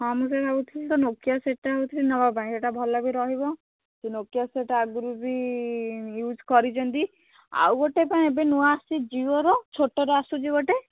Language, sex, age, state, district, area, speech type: Odia, female, 18-30, Odisha, Bhadrak, rural, conversation